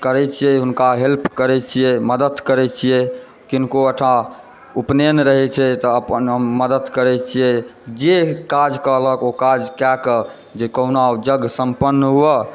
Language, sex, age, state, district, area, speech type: Maithili, male, 18-30, Bihar, Supaul, rural, spontaneous